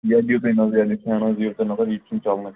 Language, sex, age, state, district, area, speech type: Kashmiri, male, 18-30, Jammu and Kashmir, Shopian, rural, conversation